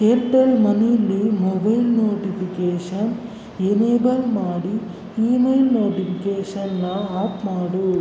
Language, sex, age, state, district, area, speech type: Kannada, male, 45-60, Karnataka, Kolar, rural, read